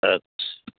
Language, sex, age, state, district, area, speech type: Bengali, male, 60+, West Bengal, Hooghly, rural, conversation